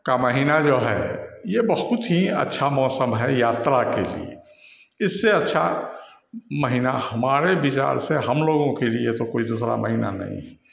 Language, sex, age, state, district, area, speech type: Hindi, male, 60+, Bihar, Samastipur, rural, spontaneous